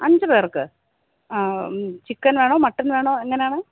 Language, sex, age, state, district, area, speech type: Malayalam, female, 45-60, Kerala, Thiruvananthapuram, urban, conversation